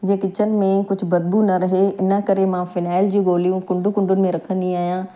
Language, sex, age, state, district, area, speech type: Sindhi, female, 45-60, Gujarat, Surat, urban, spontaneous